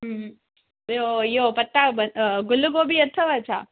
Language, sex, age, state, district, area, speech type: Sindhi, female, 18-30, Gujarat, Kutch, rural, conversation